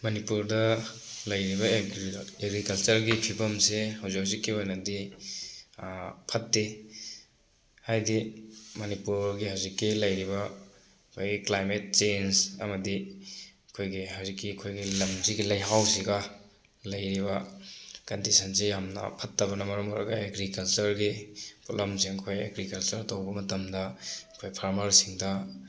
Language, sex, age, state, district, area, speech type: Manipuri, male, 18-30, Manipur, Thoubal, rural, spontaneous